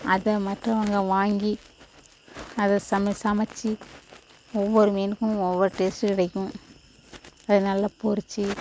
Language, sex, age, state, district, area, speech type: Tamil, female, 45-60, Tamil Nadu, Thoothukudi, rural, spontaneous